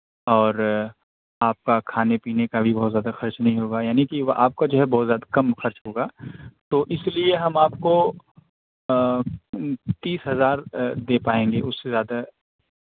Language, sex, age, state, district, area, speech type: Urdu, male, 30-45, Uttar Pradesh, Azamgarh, rural, conversation